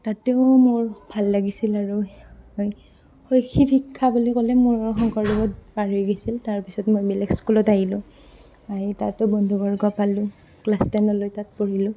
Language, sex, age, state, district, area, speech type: Assamese, female, 18-30, Assam, Barpeta, rural, spontaneous